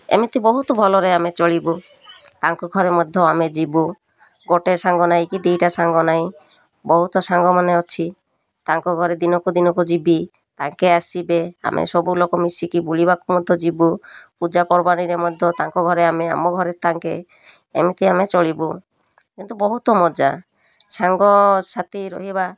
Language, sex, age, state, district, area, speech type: Odia, female, 45-60, Odisha, Malkangiri, urban, spontaneous